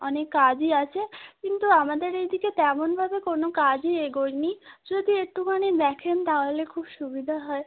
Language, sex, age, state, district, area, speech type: Bengali, female, 18-30, West Bengal, Uttar Dinajpur, urban, conversation